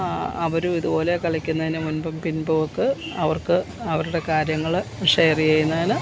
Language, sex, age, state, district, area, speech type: Malayalam, female, 60+, Kerala, Kottayam, urban, spontaneous